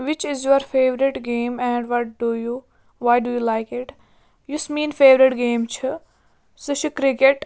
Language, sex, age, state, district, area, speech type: Kashmiri, female, 30-45, Jammu and Kashmir, Bandipora, rural, spontaneous